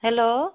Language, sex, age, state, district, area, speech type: Assamese, female, 45-60, Assam, Dibrugarh, rural, conversation